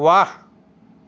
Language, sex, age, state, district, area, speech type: Assamese, male, 45-60, Assam, Lakhimpur, rural, read